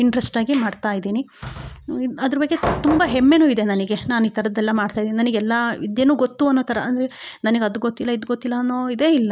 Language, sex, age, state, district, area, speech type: Kannada, female, 45-60, Karnataka, Chikkamagaluru, rural, spontaneous